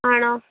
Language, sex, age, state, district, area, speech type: Malayalam, female, 18-30, Kerala, Thiruvananthapuram, rural, conversation